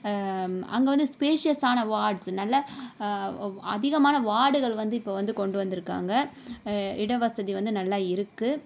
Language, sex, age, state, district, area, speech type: Tamil, female, 18-30, Tamil Nadu, Sivaganga, rural, spontaneous